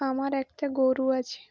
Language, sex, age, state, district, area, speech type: Bengali, female, 18-30, West Bengal, Uttar Dinajpur, urban, spontaneous